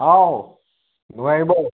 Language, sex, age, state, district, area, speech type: Manipuri, male, 18-30, Manipur, Kakching, rural, conversation